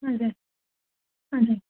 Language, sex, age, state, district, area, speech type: Nepali, female, 45-60, West Bengal, Darjeeling, rural, conversation